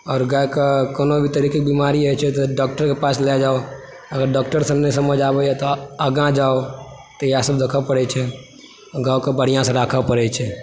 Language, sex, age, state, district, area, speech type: Maithili, male, 18-30, Bihar, Supaul, urban, spontaneous